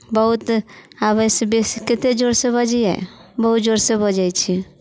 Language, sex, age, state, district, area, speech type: Maithili, female, 45-60, Bihar, Muzaffarpur, rural, spontaneous